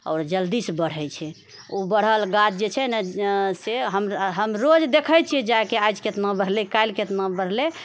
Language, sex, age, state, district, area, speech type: Maithili, female, 45-60, Bihar, Purnia, rural, spontaneous